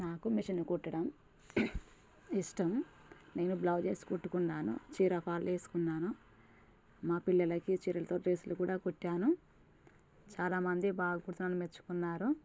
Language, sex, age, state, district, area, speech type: Telugu, female, 30-45, Telangana, Jangaon, rural, spontaneous